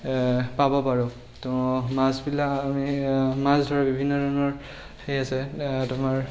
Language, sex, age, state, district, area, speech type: Assamese, male, 18-30, Assam, Barpeta, rural, spontaneous